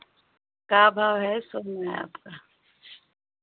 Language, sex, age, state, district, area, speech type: Hindi, female, 45-60, Uttar Pradesh, Chandauli, rural, conversation